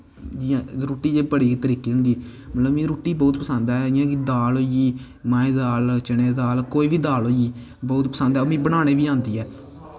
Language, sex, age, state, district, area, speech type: Dogri, male, 18-30, Jammu and Kashmir, Kathua, rural, spontaneous